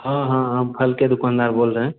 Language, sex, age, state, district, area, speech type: Hindi, male, 18-30, Bihar, Begusarai, rural, conversation